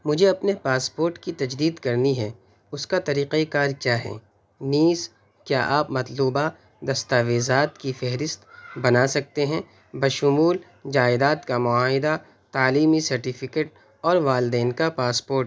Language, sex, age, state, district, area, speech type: Urdu, male, 18-30, Delhi, North West Delhi, urban, read